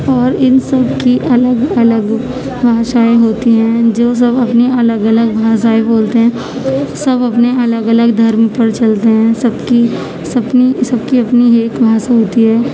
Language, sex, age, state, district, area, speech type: Urdu, female, 18-30, Uttar Pradesh, Gautam Buddha Nagar, rural, spontaneous